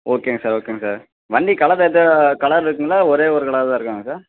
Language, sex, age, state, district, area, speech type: Tamil, male, 18-30, Tamil Nadu, Namakkal, rural, conversation